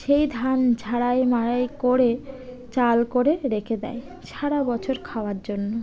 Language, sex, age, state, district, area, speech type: Bengali, female, 18-30, West Bengal, Birbhum, urban, spontaneous